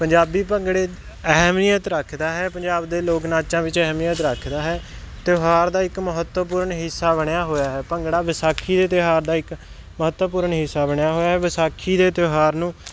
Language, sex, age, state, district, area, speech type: Punjabi, male, 30-45, Punjab, Kapurthala, urban, spontaneous